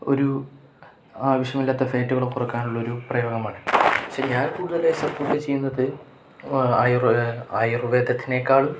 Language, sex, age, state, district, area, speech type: Malayalam, male, 18-30, Kerala, Kozhikode, rural, spontaneous